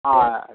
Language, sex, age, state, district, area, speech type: Bengali, male, 45-60, West Bengal, Dakshin Dinajpur, rural, conversation